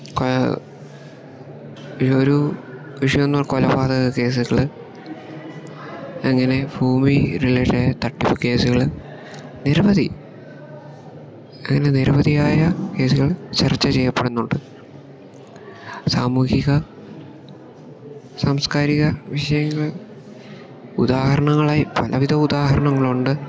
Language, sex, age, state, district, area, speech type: Malayalam, male, 18-30, Kerala, Idukki, rural, spontaneous